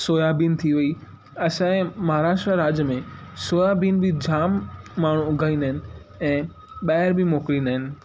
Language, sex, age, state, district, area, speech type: Sindhi, male, 18-30, Maharashtra, Thane, urban, spontaneous